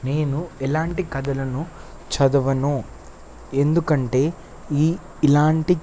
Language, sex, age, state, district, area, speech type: Telugu, male, 18-30, Telangana, Kamareddy, urban, spontaneous